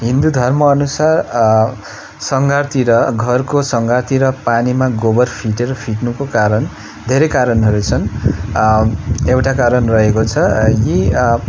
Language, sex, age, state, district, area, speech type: Nepali, male, 18-30, West Bengal, Darjeeling, rural, spontaneous